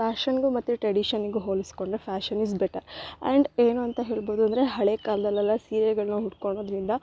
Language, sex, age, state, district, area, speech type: Kannada, female, 18-30, Karnataka, Chikkamagaluru, rural, spontaneous